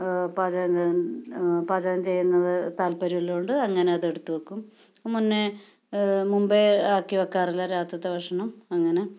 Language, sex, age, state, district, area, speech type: Malayalam, female, 45-60, Kerala, Kasaragod, rural, spontaneous